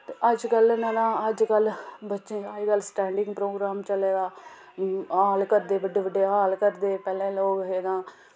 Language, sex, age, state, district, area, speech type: Dogri, female, 30-45, Jammu and Kashmir, Samba, rural, spontaneous